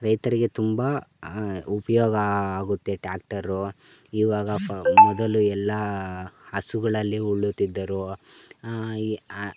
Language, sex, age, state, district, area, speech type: Kannada, male, 18-30, Karnataka, Chikkaballapur, rural, spontaneous